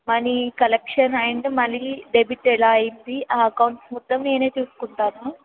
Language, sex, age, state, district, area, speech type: Telugu, female, 18-30, Telangana, Warangal, rural, conversation